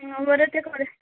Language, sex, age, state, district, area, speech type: Kannada, female, 18-30, Karnataka, Gadag, rural, conversation